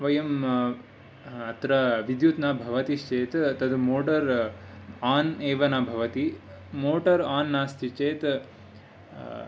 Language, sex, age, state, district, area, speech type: Sanskrit, male, 18-30, Karnataka, Mysore, urban, spontaneous